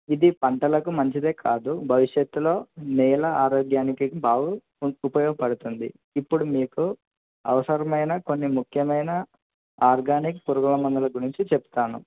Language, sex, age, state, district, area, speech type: Telugu, male, 18-30, Andhra Pradesh, Kadapa, urban, conversation